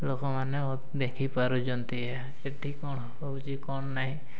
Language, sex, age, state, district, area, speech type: Odia, male, 18-30, Odisha, Mayurbhanj, rural, spontaneous